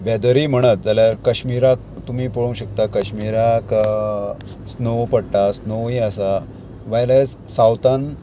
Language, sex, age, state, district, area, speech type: Goan Konkani, male, 30-45, Goa, Murmgao, rural, spontaneous